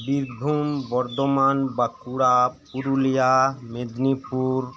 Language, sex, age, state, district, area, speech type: Santali, male, 30-45, West Bengal, Birbhum, rural, spontaneous